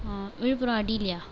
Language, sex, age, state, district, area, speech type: Tamil, female, 30-45, Tamil Nadu, Viluppuram, rural, spontaneous